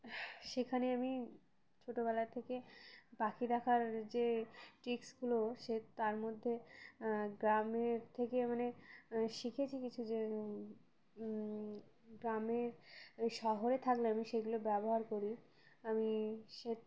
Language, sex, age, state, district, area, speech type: Bengali, female, 18-30, West Bengal, Uttar Dinajpur, urban, spontaneous